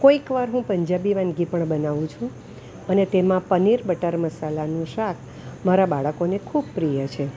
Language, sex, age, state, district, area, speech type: Gujarati, female, 60+, Gujarat, Valsad, urban, spontaneous